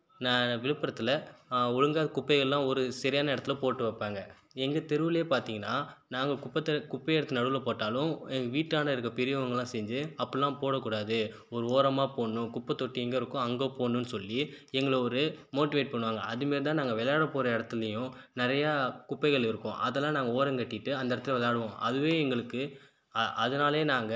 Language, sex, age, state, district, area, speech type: Tamil, male, 18-30, Tamil Nadu, Viluppuram, urban, spontaneous